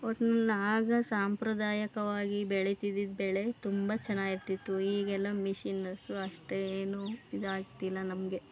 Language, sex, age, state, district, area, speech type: Kannada, female, 30-45, Karnataka, Mandya, rural, spontaneous